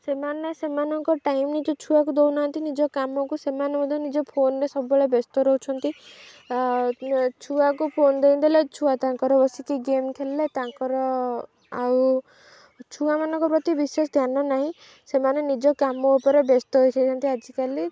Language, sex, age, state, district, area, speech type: Odia, female, 18-30, Odisha, Jagatsinghpur, urban, spontaneous